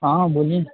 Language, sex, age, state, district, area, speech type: Hindi, male, 18-30, Uttar Pradesh, Mirzapur, rural, conversation